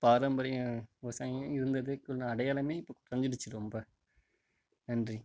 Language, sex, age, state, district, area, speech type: Tamil, male, 18-30, Tamil Nadu, Mayiladuthurai, rural, spontaneous